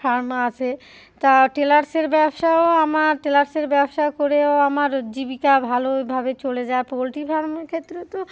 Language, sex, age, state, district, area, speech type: Bengali, female, 30-45, West Bengal, Darjeeling, urban, spontaneous